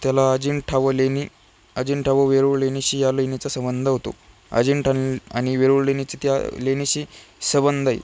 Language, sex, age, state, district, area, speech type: Marathi, male, 18-30, Maharashtra, Aurangabad, rural, spontaneous